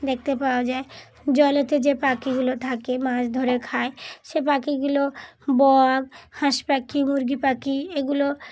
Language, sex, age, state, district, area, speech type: Bengali, female, 30-45, West Bengal, Dakshin Dinajpur, urban, spontaneous